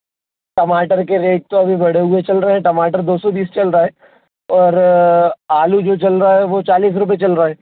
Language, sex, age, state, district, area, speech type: Hindi, male, 18-30, Madhya Pradesh, Jabalpur, urban, conversation